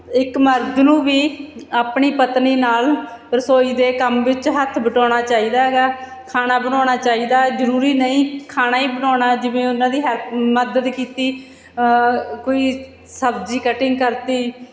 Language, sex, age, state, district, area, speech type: Punjabi, female, 30-45, Punjab, Bathinda, rural, spontaneous